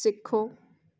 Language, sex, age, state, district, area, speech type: Punjabi, female, 30-45, Punjab, Amritsar, urban, read